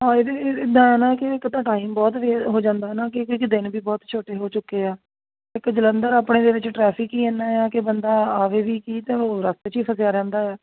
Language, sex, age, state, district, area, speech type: Punjabi, female, 30-45, Punjab, Jalandhar, rural, conversation